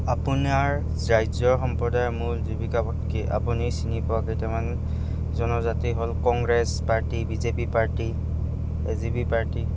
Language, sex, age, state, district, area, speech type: Assamese, male, 18-30, Assam, Goalpara, rural, spontaneous